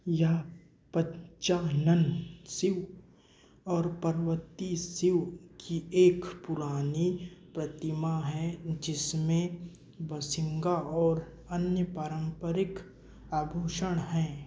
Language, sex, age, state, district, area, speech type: Hindi, male, 18-30, Madhya Pradesh, Bhopal, rural, read